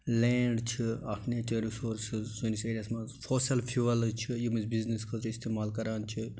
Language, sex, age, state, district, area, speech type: Kashmiri, male, 60+, Jammu and Kashmir, Baramulla, rural, spontaneous